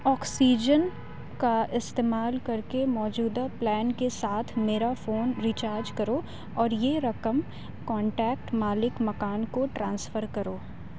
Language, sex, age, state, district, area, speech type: Urdu, female, 18-30, Uttar Pradesh, Aligarh, urban, read